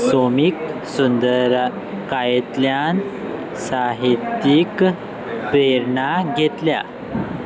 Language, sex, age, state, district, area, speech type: Goan Konkani, male, 18-30, Goa, Salcete, rural, read